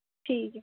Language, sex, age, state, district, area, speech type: Urdu, female, 18-30, Uttar Pradesh, Gautam Buddha Nagar, urban, conversation